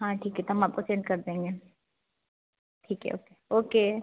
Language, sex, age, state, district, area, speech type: Hindi, female, 18-30, Madhya Pradesh, Ujjain, rural, conversation